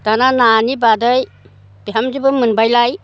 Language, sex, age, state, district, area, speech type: Bodo, female, 60+, Assam, Chirang, rural, spontaneous